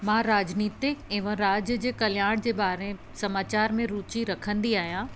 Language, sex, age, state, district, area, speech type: Sindhi, female, 30-45, Uttar Pradesh, Lucknow, urban, spontaneous